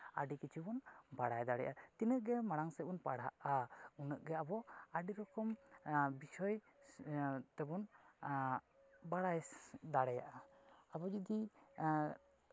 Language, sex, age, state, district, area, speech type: Santali, male, 18-30, West Bengal, Jhargram, rural, spontaneous